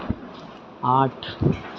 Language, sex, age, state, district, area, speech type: Hindi, male, 30-45, Madhya Pradesh, Harda, urban, read